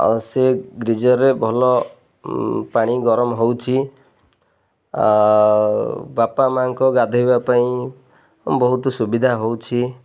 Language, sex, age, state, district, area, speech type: Odia, male, 30-45, Odisha, Jagatsinghpur, rural, spontaneous